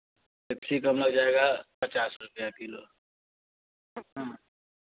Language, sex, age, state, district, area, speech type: Hindi, male, 30-45, Bihar, Vaishali, urban, conversation